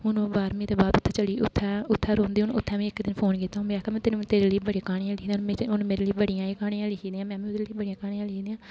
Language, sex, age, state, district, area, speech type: Dogri, female, 18-30, Jammu and Kashmir, Kathua, rural, spontaneous